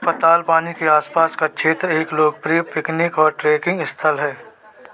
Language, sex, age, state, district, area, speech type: Hindi, male, 30-45, Madhya Pradesh, Seoni, urban, read